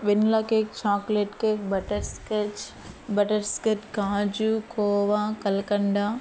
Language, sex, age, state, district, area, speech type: Telugu, female, 18-30, Andhra Pradesh, Eluru, urban, spontaneous